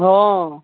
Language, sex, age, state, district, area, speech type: Maithili, male, 18-30, Bihar, Darbhanga, rural, conversation